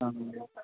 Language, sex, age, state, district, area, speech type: Assamese, male, 18-30, Assam, Lakhimpur, urban, conversation